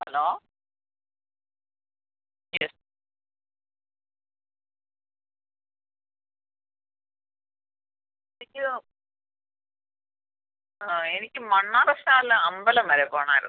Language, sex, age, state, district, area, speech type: Malayalam, female, 60+, Kerala, Kottayam, rural, conversation